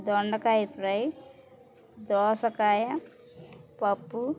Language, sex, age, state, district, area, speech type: Telugu, female, 30-45, Andhra Pradesh, Bapatla, rural, spontaneous